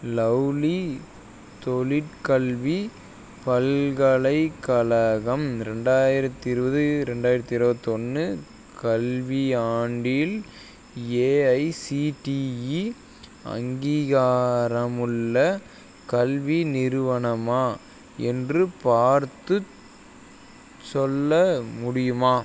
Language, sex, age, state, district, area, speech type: Tamil, male, 30-45, Tamil Nadu, Dharmapuri, rural, read